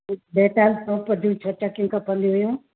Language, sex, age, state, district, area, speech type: Sindhi, female, 60+, Maharashtra, Thane, urban, conversation